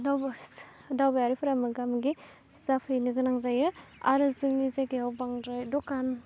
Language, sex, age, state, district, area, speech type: Bodo, female, 18-30, Assam, Udalguri, rural, spontaneous